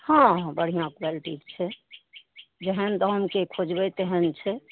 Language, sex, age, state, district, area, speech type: Maithili, female, 60+, Bihar, Araria, rural, conversation